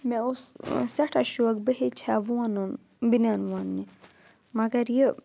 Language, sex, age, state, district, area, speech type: Kashmiri, female, 18-30, Jammu and Kashmir, Budgam, rural, spontaneous